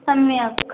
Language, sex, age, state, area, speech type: Sanskrit, female, 18-30, Assam, rural, conversation